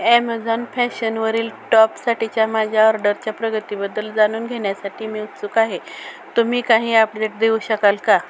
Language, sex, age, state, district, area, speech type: Marathi, female, 45-60, Maharashtra, Osmanabad, rural, read